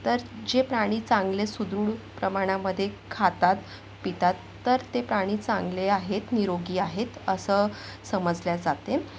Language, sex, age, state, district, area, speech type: Marathi, female, 60+, Maharashtra, Akola, urban, spontaneous